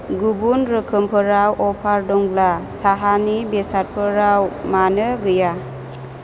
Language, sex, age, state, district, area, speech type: Bodo, female, 18-30, Assam, Chirang, urban, read